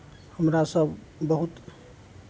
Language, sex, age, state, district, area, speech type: Maithili, male, 45-60, Bihar, Araria, rural, spontaneous